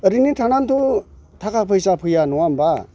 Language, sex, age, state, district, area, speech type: Bodo, male, 45-60, Assam, Chirang, rural, spontaneous